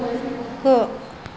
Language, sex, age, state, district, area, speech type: Bodo, female, 45-60, Assam, Chirang, rural, read